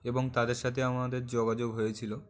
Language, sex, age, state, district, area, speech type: Bengali, male, 18-30, West Bengal, Uttar Dinajpur, urban, spontaneous